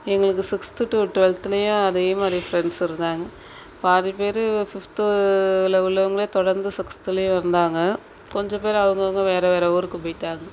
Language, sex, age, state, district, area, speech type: Tamil, female, 30-45, Tamil Nadu, Thanjavur, rural, spontaneous